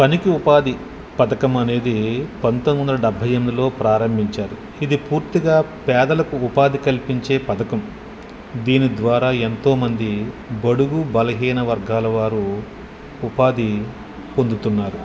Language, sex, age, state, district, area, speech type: Telugu, male, 45-60, Andhra Pradesh, Nellore, urban, spontaneous